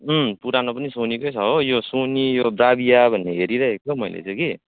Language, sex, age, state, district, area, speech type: Nepali, male, 18-30, West Bengal, Darjeeling, rural, conversation